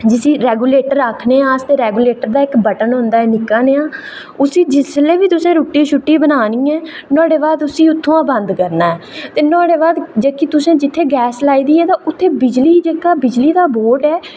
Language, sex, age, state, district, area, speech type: Dogri, female, 18-30, Jammu and Kashmir, Reasi, rural, spontaneous